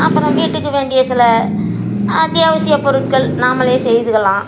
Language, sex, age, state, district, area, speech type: Tamil, female, 60+, Tamil Nadu, Nagapattinam, rural, spontaneous